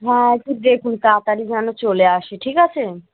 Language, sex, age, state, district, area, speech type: Bengali, female, 18-30, West Bengal, Cooch Behar, urban, conversation